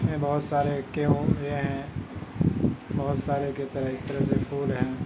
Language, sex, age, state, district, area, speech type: Urdu, male, 30-45, Uttar Pradesh, Gautam Buddha Nagar, urban, spontaneous